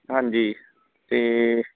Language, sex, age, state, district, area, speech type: Punjabi, male, 45-60, Punjab, Barnala, rural, conversation